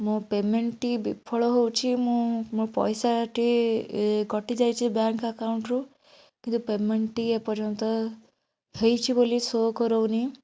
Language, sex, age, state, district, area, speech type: Odia, female, 18-30, Odisha, Bhadrak, rural, spontaneous